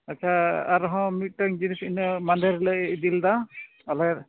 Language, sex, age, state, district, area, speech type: Santali, male, 30-45, West Bengal, Malda, rural, conversation